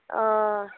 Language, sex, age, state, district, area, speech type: Bodo, female, 30-45, Assam, Udalguri, rural, conversation